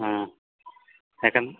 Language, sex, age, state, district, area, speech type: Kannada, male, 30-45, Karnataka, Bellary, rural, conversation